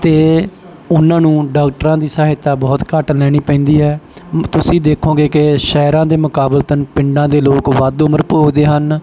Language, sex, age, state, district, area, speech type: Punjabi, male, 18-30, Punjab, Bathinda, rural, spontaneous